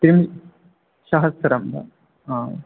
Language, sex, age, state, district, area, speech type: Sanskrit, male, 18-30, West Bengal, South 24 Parganas, rural, conversation